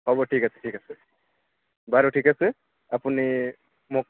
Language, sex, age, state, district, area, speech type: Assamese, male, 18-30, Assam, Barpeta, rural, conversation